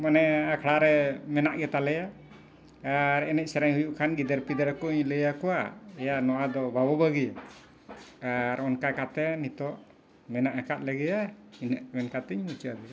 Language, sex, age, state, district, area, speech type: Santali, male, 60+, Jharkhand, Bokaro, rural, spontaneous